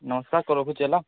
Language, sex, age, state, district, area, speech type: Odia, male, 18-30, Odisha, Balangir, urban, conversation